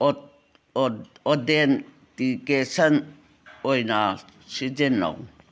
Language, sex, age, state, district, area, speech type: Manipuri, female, 60+, Manipur, Kangpokpi, urban, read